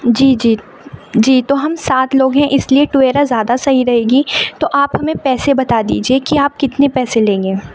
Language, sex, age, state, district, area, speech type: Urdu, female, 30-45, Uttar Pradesh, Aligarh, urban, spontaneous